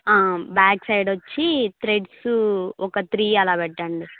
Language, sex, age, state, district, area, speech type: Telugu, female, 18-30, Andhra Pradesh, Kadapa, urban, conversation